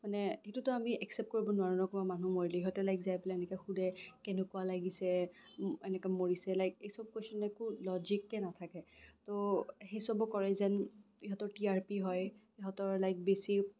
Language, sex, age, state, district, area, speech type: Assamese, female, 18-30, Assam, Kamrup Metropolitan, urban, spontaneous